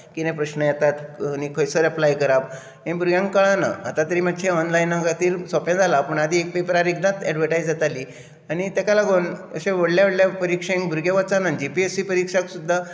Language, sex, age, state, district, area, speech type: Goan Konkani, male, 60+, Goa, Bardez, urban, spontaneous